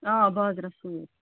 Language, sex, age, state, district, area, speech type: Kashmiri, female, 30-45, Jammu and Kashmir, Ganderbal, rural, conversation